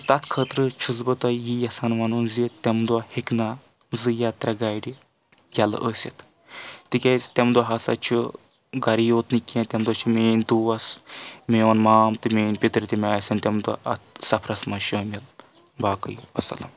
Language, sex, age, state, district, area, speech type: Kashmiri, male, 18-30, Jammu and Kashmir, Kulgam, rural, spontaneous